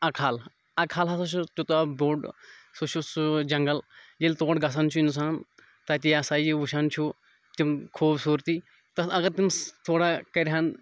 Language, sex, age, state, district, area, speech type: Kashmiri, male, 18-30, Jammu and Kashmir, Kulgam, rural, spontaneous